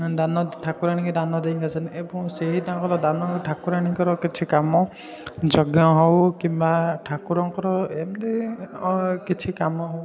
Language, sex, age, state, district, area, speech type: Odia, male, 18-30, Odisha, Puri, urban, spontaneous